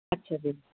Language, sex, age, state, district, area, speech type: Punjabi, female, 30-45, Punjab, Jalandhar, urban, conversation